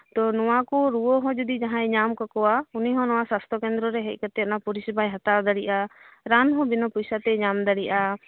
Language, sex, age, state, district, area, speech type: Santali, female, 30-45, West Bengal, Birbhum, rural, conversation